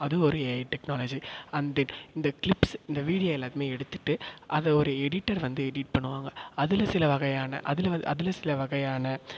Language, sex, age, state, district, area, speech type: Tamil, male, 18-30, Tamil Nadu, Perambalur, urban, spontaneous